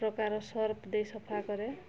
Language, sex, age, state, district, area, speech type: Odia, female, 45-60, Odisha, Mayurbhanj, rural, spontaneous